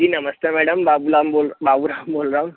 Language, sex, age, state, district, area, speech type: Hindi, male, 45-60, Madhya Pradesh, Bhopal, urban, conversation